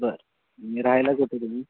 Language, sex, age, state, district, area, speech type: Marathi, male, 30-45, Maharashtra, Ratnagiri, urban, conversation